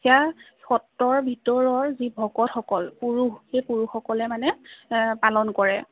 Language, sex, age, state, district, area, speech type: Assamese, female, 18-30, Assam, Majuli, urban, conversation